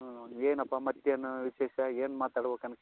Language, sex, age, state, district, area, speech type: Kannada, male, 30-45, Karnataka, Raichur, rural, conversation